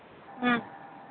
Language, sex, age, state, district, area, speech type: Manipuri, female, 45-60, Manipur, Imphal East, rural, conversation